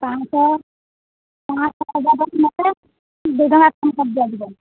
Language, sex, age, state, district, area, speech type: Odia, female, 45-60, Odisha, Sundergarh, rural, conversation